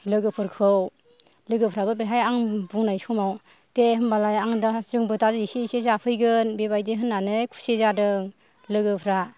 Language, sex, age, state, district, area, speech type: Bodo, female, 60+, Assam, Kokrajhar, rural, spontaneous